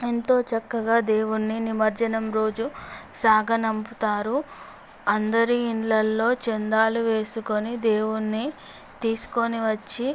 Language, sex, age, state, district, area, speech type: Telugu, female, 18-30, Andhra Pradesh, Visakhapatnam, urban, spontaneous